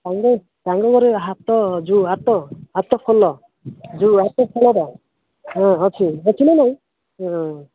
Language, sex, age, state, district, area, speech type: Odia, male, 18-30, Odisha, Nabarangpur, urban, conversation